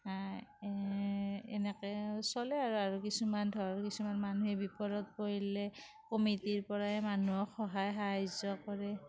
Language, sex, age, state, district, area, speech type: Assamese, female, 45-60, Assam, Kamrup Metropolitan, rural, spontaneous